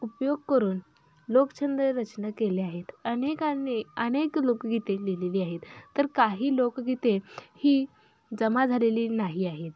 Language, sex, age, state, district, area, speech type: Marathi, female, 18-30, Maharashtra, Sangli, rural, spontaneous